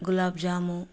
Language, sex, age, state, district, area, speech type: Telugu, female, 30-45, Andhra Pradesh, Kurnool, rural, spontaneous